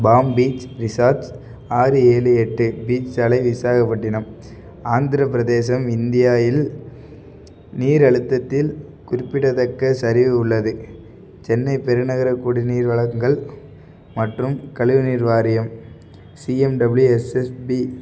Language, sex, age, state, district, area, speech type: Tamil, male, 18-30, Tamil Nadu, Perambalur, rural, read